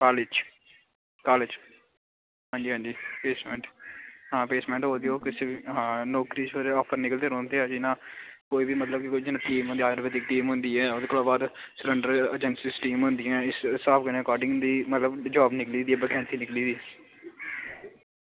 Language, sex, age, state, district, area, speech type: Dogri, male, 18-30, Jammu and Kashmir, Samba, rural, conversation